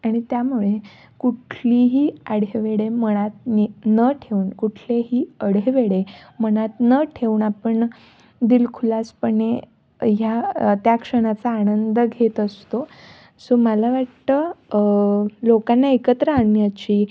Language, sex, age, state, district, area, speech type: Marathi, female, 18-30, Maharashtra, Nashik, urban, spontaneous